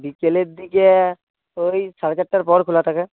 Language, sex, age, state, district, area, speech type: Bengali, male, 18-30, West Bengal, Paschim Medinipur, rural, conversation